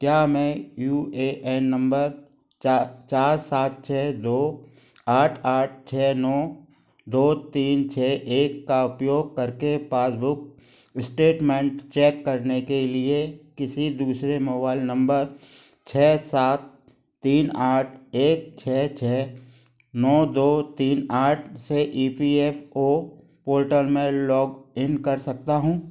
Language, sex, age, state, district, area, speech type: Hindi, male, 45-60, Madhya Pradesh, Gwalior, urban, read